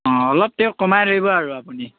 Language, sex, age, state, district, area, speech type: Assamese, male, 18-30, Assam, Morigaon, rural, conversation